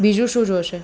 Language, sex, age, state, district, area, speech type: Gujarati, female, 18-30, Gujarat, Ahmedabad, urban, spontaneous